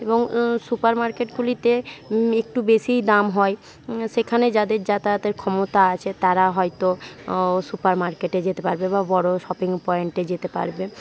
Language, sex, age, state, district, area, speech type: Bengali, female, 60+, West Bengal, Jhargram, rural, spontaneous